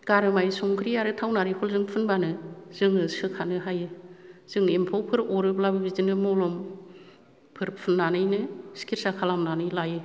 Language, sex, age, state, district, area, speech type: Bodo, female, 60+, Assam, Kokrajhar, rural, spontaneous